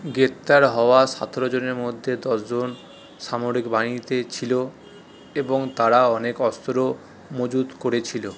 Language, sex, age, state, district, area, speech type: Bengali, male, 30-45, West Bengal, Purulia, urban, read